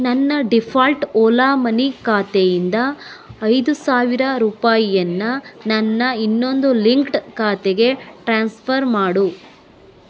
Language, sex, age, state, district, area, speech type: Kannada, female, 30-45, Karnataka, Mandya, rural, read